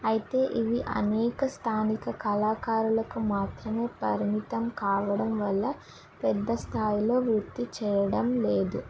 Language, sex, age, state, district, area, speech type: Telugu, female, 18-30, Telangana, Mahabubabad, rural, spontaneous